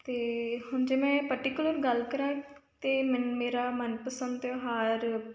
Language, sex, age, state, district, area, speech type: Punjabi, female, 18-30, Punjab, Kapurthala, urban, spontaneous